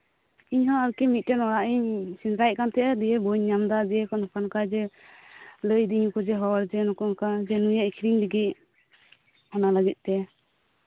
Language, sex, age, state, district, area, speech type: Santali, female, 18-30, West Bengal, Birbhum, rural, conversation